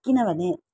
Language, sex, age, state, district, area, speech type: Nepali, female, 60+, West Bengal, Alipurduar, urban, spontaneous